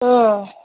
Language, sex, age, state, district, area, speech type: Manipuri, female, 30-45, Manipur, Kangpokpi, urban, conversation